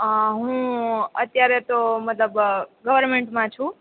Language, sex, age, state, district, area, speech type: Gujarati, female, 18-30, Gujarat, Junagadh, rural, conversation